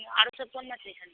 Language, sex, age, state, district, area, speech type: Maithili, female, 18-30, Bihar, Purnia, rural, conversation